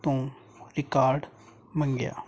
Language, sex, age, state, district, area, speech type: Punjabi, male, 30-45, Punjab, Fazilka, rural, spontaneous